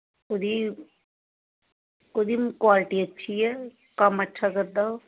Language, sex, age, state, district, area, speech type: Dogri, female, 45-60, Jammu and Kashmir, Samba, rural, conversation